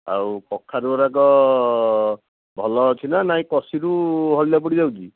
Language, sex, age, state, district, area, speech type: Odia, male, 45-60, Odisha, Nayagarh, rural, conversation